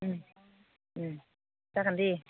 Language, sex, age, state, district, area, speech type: Bodo, female, 30-45, Assam, Baksa, rural, conversation